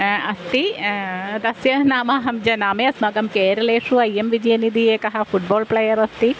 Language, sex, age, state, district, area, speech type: Sanskrit, female, 45-60, Kerala, Kottayam, rural, spontaneous